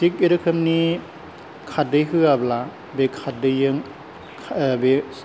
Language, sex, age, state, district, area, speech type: Bodo, male, 60+, Assam, Kokrajhar, rural, spontaneous